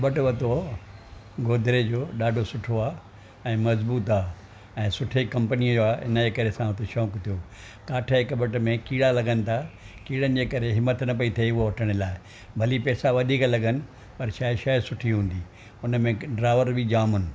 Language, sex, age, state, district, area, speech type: Sindhi, male, 60+, Maharashtra, Thane, urban, spontaneous